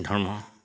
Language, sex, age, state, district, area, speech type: Assamese, male, 45-60, Assam, Goalpara, urban, spontaneous